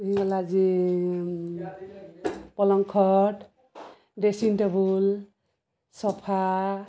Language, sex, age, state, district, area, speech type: Odia, female, 45-60, Odisha, Balangir, urban, spontaneous